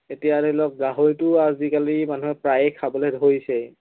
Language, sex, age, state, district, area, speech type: Assamese, male, 30-45, Assam, Golaghat, urban, conversation